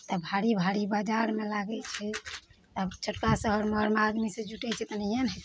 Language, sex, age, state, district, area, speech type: Maithili, female, 45-60, Bihar, Araria, rural, spontaneous